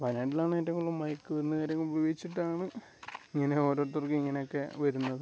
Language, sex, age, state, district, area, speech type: Malayalam, male, 18-30, Kerala, Wayanad, rural, spontaneous